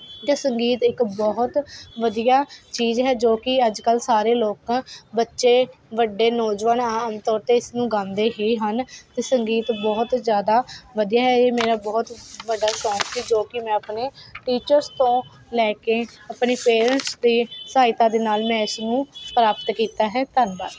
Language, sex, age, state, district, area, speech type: Punjabi, female, 18-30, Punjab, Faridkot, urban, spontaneous